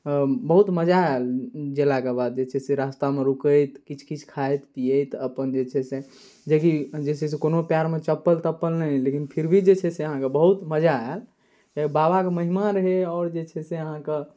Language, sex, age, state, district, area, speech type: Maithili, male, 18-30, Bihar, Darbhanga, rural, spontaneous